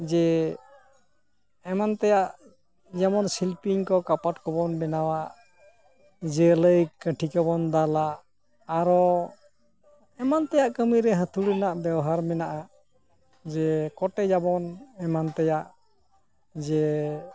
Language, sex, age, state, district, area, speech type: Santali, male, 60+, West Bengal, Purulia, rural, spontaneous